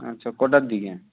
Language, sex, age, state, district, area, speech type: Bengali, male, 60+, West Bengal, Purba Medinipur, rural, conversation